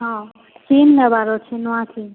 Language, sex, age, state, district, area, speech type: Odia, female, 45-60, Odisha, Boudh, rural, conversation